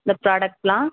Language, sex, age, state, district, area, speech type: Tamil, female, 30-45, Tamil Nadu, Chengalpattu, urban, conversation